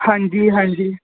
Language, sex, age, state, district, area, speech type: Punjabi, male, 18-30, Punjab, Patiala, urban, conversation